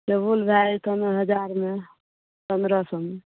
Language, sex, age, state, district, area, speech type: Maithili, female, 60+, Bihar, Araria, rural, conversation